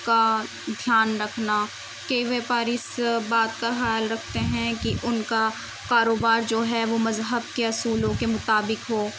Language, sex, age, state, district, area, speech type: Urdu, female, 18-30, Uttar Pradesh, Muzaffarnagar, rural, spontaneous